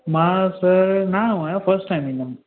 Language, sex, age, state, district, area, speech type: Sindhi, male, 18-30, Gujarat, Surat, urban, conversation